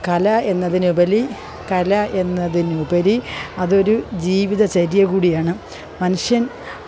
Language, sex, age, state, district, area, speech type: Malayalam, female, 45-60, Kerala, Kollam, rural, spontaneous